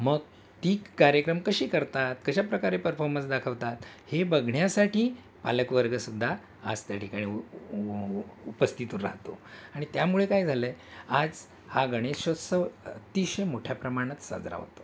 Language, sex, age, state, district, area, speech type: Marathi, male, 60+, Maharashtra, Thane, rural, spontaneous